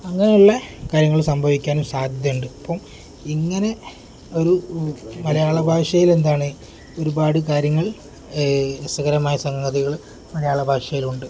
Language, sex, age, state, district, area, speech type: Malayalam, male, 18-30, Kerala, Kozhikode, rural, spontaneous